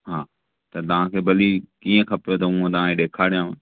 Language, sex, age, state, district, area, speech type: Sindhi, male, 30-45, Maharashtra, Thane, urban, conversation